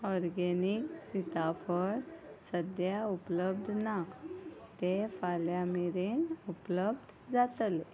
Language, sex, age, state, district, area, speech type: Goan Konkani, female, 30-45, Goa, Ponda, rural, read